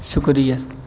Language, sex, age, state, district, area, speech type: Urdu, male, 18-30, Uttar Pradesh, Muzaffarnagar, urban, spontaneous